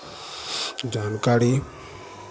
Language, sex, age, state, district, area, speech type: Hindi, male, 30-45, Bihar, Madhepura, rural, spontaneous